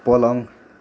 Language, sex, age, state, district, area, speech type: Nepali, male, 18-30, West Bengal, Kalimpong, rural, read